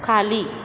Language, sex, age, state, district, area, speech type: Marathi, female, 45-60, Maharashtra, Mumbai Suburban, urban, read